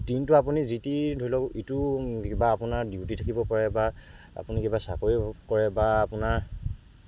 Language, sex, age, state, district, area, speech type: Assamese, male, 18-30, Assam, Lakhimpur, rural, spontaneous